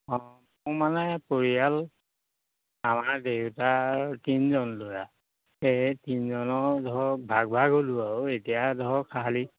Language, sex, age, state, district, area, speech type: Assamese, male, 60+, Assam, Majuli, urban, conversation